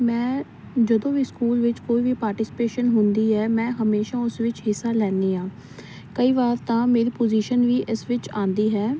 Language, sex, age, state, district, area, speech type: Punjabi, female, 18-30, Punjab, Fazilka, rural, spontaneous